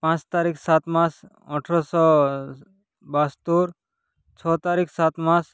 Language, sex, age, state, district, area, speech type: Odia, male, 18-30, Odisha, Kalahandi, rural, spontaneous